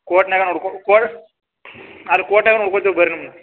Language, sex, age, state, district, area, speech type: Kannada, male, 30-45, Karnataka, Belgaum, rural, conversation